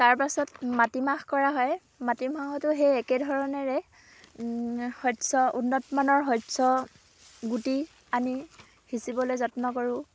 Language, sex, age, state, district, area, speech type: Assamese, female, 18-30, Assam, Dhemaji, rural, spontaneous